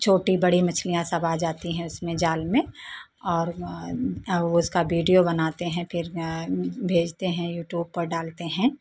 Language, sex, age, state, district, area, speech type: Hindi, female, 45-60, Uttar Pradesh, Lucknow, rural, spontaneous